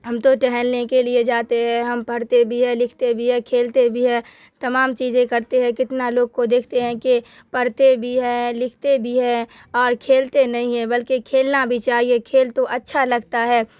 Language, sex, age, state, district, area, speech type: Urdu, female, 18-30, Bihar, Darbhanga, rural, spontaneous